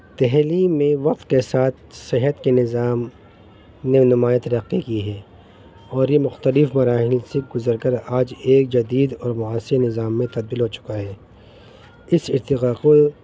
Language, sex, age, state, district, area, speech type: Urdu, male, 30-45, Delhi, North East Delhi, urban, spontaneous